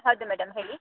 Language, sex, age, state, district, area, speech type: Kannada, female, 18-30, Karnataka, Mysore, urban, conversation